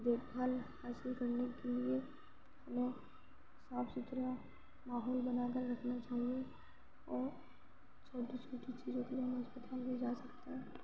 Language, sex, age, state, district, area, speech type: Urdu, female, 18-30, Uttar Pradesh, Gautam Buddha Nagar, rural, spontaneous